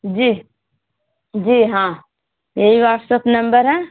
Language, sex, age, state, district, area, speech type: Urdu, female, 30-45, Bihar, Gaya, urban, conversation